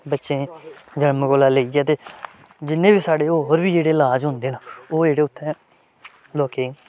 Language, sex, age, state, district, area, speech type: Dogri, male, 18-30, Jammu and Kashmir, Samba, rural, spontaneous